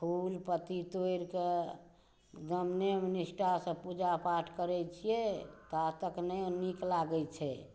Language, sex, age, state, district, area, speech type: Maithili, female, 60+, Bihar, Saharsa, rural, spontaneous